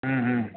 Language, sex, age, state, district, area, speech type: Gujarati, male, 30-45, Gujarat, Ahmedabad, urban, conversation